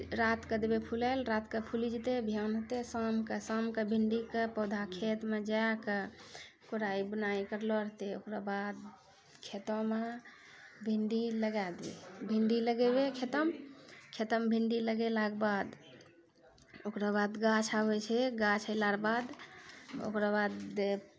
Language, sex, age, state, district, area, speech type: Maithili, female, 60+, Bihar, Purnia, rural, spontaneous